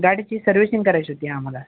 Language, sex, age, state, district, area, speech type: Marathi, male, 18-30, Maharashtra, Osmanabad, rural, conversation